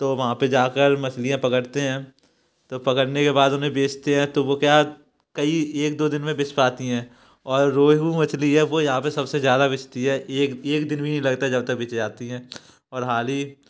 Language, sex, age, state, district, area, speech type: Hindi, male, 18-30, Madhya Pradesh, Gwalior, urban, spontaneous